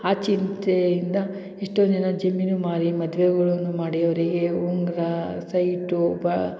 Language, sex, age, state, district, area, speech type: Kannada, female, 30-45, Karnataka, Hassan, urban, spontaneous